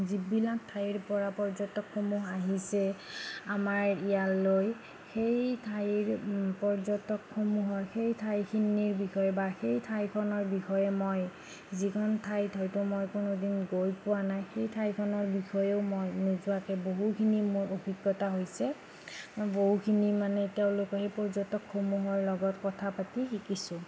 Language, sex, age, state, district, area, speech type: Assamese, female, 30-45, Assam, Nagaon, urban, spontaneous